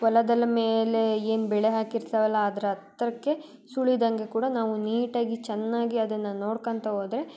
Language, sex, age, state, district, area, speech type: Kannada, female, 18-30, Karnataka, Davanagere, urban, spontaneous